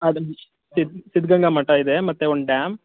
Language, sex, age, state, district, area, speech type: Kannada, male, 45-60, Karnataka, Tumkur, rural, conversation